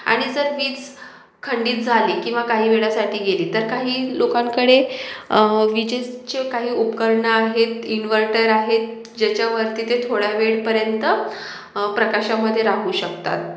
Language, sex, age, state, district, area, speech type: Marathi, female, 18-30, Maharashtra, Akola, urban, spontaneous